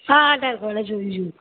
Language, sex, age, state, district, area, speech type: Gujarati, male, 60+, Gujarat, Aravalli, urban, conversation